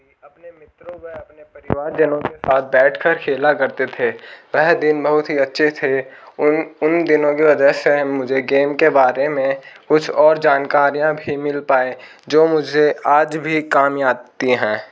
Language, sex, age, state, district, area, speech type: Hindi, male, 18-30, Rajasthan, Jaipur, urban, spontaneous